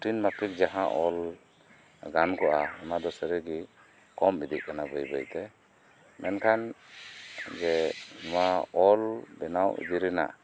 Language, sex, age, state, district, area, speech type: Santali, male, 45-60, West Bengal, Birbhum, rural, spontaneous